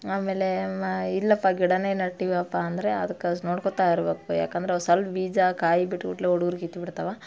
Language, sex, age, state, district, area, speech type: Kannada, female, 30-45, Karnataka, Dharwad, urban, spontaneous